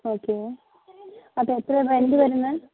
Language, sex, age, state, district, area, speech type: Malayalam, female, 30-45, Kerala, Kozhikode, urban, conversation